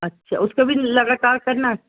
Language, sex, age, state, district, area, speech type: Urdu, female, 60+, Delhi, North East Delhi, urban, conversation